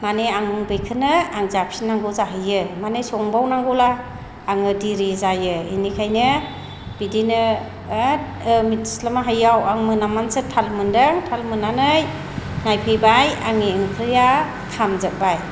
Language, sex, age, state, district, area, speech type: Bodo, female, 45-60, Assam, Chirang, rural, spontaneous